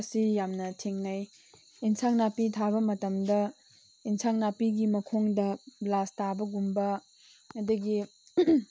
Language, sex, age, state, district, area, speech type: Manipuri, female, 18-30, Manipur, Chandel, rural, spontaneous